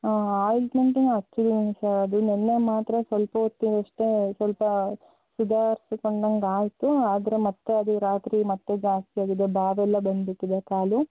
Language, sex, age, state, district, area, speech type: Kannada, female, 30-45, Karnataka, Davanagere, rural, conversation